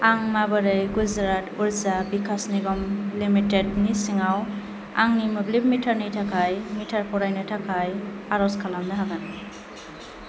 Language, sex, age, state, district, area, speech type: Bodo, female, 18-30, Assam, Kokrajhar, urban, read